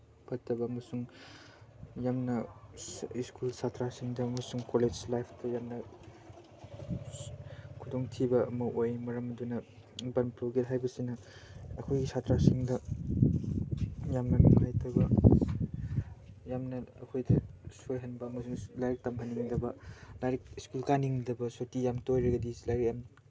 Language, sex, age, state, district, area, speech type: Manipuri, male, 18-30, Manipur, Chandel, rural, spontaneous